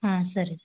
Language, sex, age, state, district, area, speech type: Kannada, female, 30-45, Karnataka, Hassan, urban, conversation